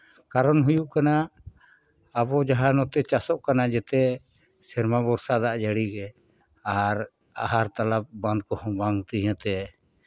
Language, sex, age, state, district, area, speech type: Santali, male, 45-60, Jharkhand, Seraikela Kharsawan, rural, spontaneous